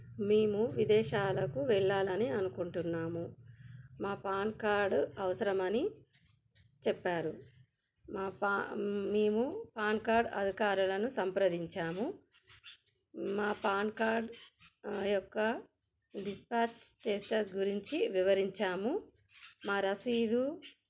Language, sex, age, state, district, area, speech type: Telugu, female, 30-45, Telangana, Jagtial, rural, spontaneous